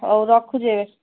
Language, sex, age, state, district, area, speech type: Odia, female, 45-60, Odisha, Angul, rural, conversation